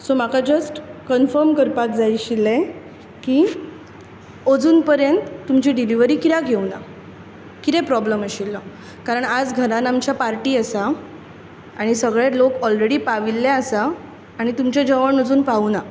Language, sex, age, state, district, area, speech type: Goan Konkani, female, 30-45, Goa, Bardez, urban, spontaneous